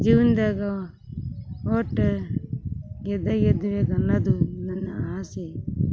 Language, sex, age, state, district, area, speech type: Kannada, female, 30-45, Karnataka, Gadag, urban, spontaneous